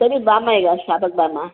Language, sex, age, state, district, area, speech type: Kannada, female, 60+, Karnataka, Chamarajanagar, rural, conversation